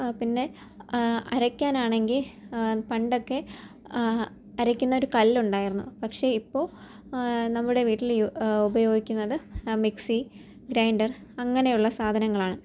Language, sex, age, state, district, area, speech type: Malayalam, female, 18-30, Kerala, Thiruvananthapuram, urban, spontaneous